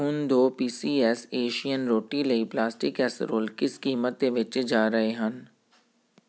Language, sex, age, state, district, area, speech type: Punjabi, male, 30-45, Punjab, Tarn Taran, urban, read